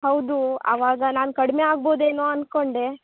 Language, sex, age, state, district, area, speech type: Kannada, female, 18-30, Karnataka, Uttara Kannada, rural, conversation